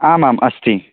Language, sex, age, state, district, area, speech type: Sanskrit, male, 18-30, Bihar, East Champaran, urban, conversation